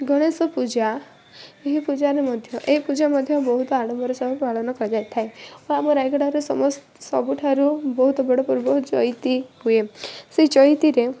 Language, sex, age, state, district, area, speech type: Odia, female, 18-30, Odisha, Rayagada, rural, spontaneous